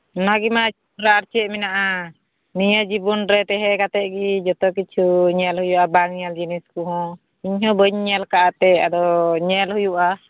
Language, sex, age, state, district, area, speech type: Santali, female, 30-45, West Bengal, Malda, rural, conversation